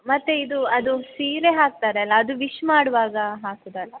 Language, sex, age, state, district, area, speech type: Kannada, female, 18-30, Karnataka, Udupi, rural, conversation